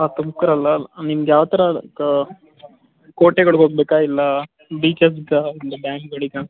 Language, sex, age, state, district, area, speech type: Kannada, male, 45-60, Karnataka, Tumkur, rural, conversation